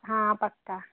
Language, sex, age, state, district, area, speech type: Dogri, female, 30-45, Jammu and Kashmir, Udhampur, urban, conversation